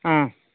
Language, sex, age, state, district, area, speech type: Tamil, male, 60+, Tamil Nadu, Coimbatore, rural, conversation